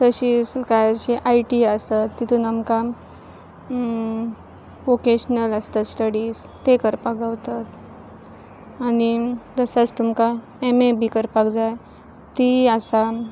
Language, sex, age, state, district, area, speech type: Goan Konkani, female, 18-30, Goa, Pernem, rural, spontaneous